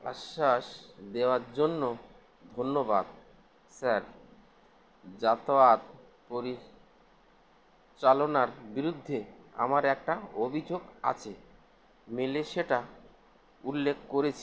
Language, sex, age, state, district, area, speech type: Bengali, male, 60+, West Bengal, Howrah, urban, read